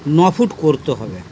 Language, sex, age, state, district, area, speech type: Bengali, male, 60+, West Bengal, Dakshin Dinajpur, urban, spontaneous